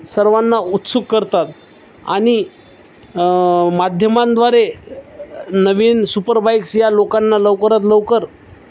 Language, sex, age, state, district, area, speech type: Marathi, male, 30-45, Maharashtra, Nanded, urban, spontaneous